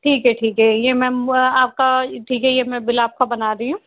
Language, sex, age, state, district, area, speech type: Hindi, female, 18-30, Madhya Pradesh, Indore, urban, conversation